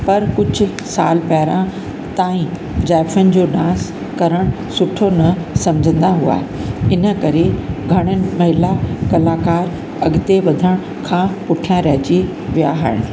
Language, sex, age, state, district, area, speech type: Sindhi, female, 60+, Uttar Pradesh, Lucknow, rural, spontaneous